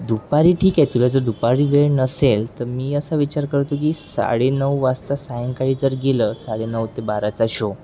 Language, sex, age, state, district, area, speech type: Marathi, male, 18-30, Maharashtra, Wardha, urban, spontaneous